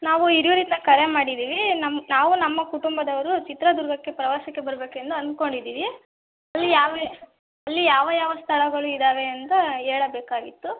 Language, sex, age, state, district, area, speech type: Kannada, female, 18-30, Karnataka, Chitradurga, rural, conversation